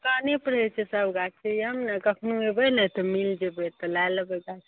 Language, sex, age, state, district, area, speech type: Maithili, female, 18-30, Bihar, Madhepura, rural, conversation